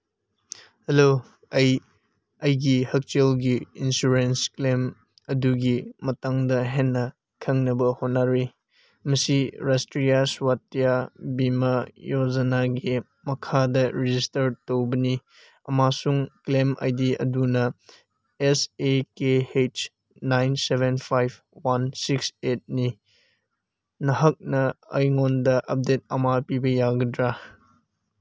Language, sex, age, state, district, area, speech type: Manipuri, male, 18-30, Manipur, Senapati, urban, read